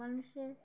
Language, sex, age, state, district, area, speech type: Bengali, female, 18-30, West Bengal, Uttar Dinajpur, urban, spontaneous